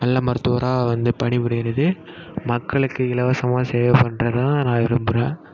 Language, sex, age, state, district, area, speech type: Tamil, male, 18-30, Tamil Nadu, Thanjavur, rural, spontaneous